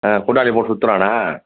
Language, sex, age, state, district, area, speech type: Tamil, male, 45-60, Tamil Nadu, Nagapattinam, rural, conversation